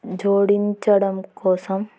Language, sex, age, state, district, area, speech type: Telugu, female, 18-30, Andhra Pradesh, Nandyal, urban, spontaneous